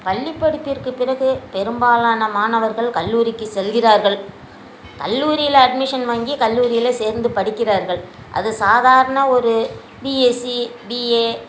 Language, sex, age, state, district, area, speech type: Tamil, female, 60+, Tamil Nadu, Nagapattinam, rural, spontaneous